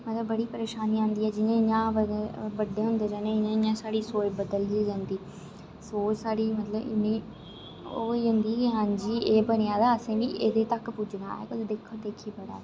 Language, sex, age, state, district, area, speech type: Dogri, female, 18-30, Jammu and Kashmir, Reasi, urban, spontaneous